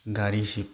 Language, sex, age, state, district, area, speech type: Manipuri, male, 30-45, Manipur, Chandel, rural, spontaneous